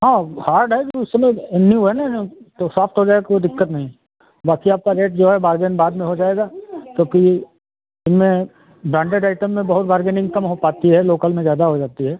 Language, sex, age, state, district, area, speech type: Hindi, male, 45-60, Uttar Pradesh, Sitapur, rural, conversation